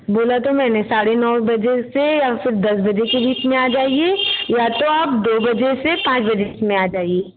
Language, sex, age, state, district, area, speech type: Hindi, female, 18-30, Uttar Pradesh, Bhadohi, rural, conversation